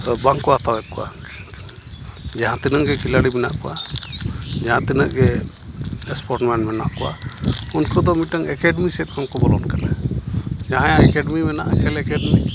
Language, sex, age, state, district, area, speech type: Santali, male, 30-45, Jharkhand, Seraikela Kharsawan, rural, spontaneous